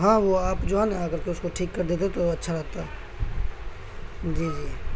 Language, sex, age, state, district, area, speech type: Urdu, male, 18-30, Bihar, Madhubani, rural, spontaneous